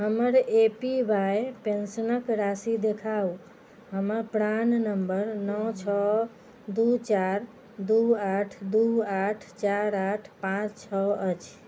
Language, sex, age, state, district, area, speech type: Maithili, female, 60+, Bihar, Sitamarhi, urban, read